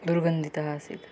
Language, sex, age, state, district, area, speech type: Sanskrit, female, 18-30, Maharashtra, Beed, rural, spontaneous